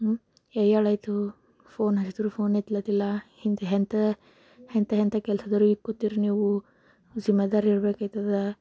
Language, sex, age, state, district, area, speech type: Kannada, female, 18-30, Karnataka, Bidar, rural, spontaneous